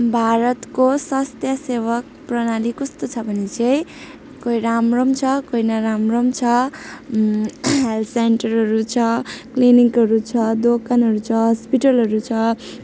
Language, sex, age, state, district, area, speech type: Nepali, female, 18-30, West Bengal, Jalpaiguri, urban, spontaneous